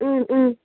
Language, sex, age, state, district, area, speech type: Manipuri, female, 18-30, Manipur, Senapati, rural, conversation